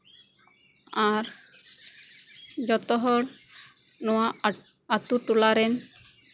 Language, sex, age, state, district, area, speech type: Santali, female, 18-30, West Bengal, Birbhum, rural, spontaneous